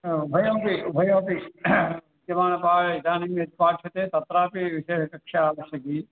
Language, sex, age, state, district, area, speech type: Sanskrit, male, 45-60, Tamil Nadu, Tiruvannamalai, urban, conversation